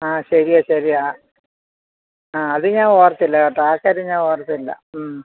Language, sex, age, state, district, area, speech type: Malayalam, female, 60+, Kerala, Thiruvananthapuram, urban, conversation